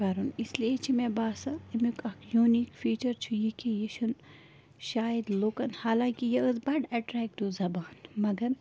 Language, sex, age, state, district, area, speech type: Kashmiri, female, 30-45, Jammu and Kashmir, Bandipora, rural, spontaneous